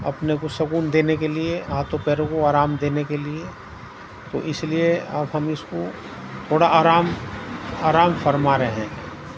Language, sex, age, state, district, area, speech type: Urdu, male, 60+, Uttar Pradesh, Muzaffarnagar, urban, spontaneous